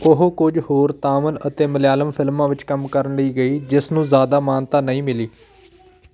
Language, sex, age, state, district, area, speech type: Punjabi, male, 30-45, Punjab, Patiala, rural, read